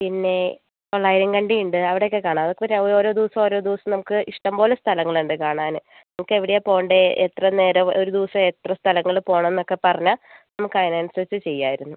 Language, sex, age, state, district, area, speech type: Malayalam, female, 45-60, Kerala, Wayanad, rural, conversation